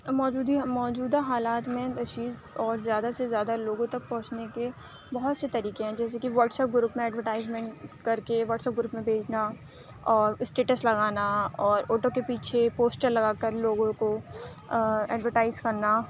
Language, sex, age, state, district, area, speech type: Urdu, female, 18-30, Uttar Pradesh, Aligarh, urban, spontaneous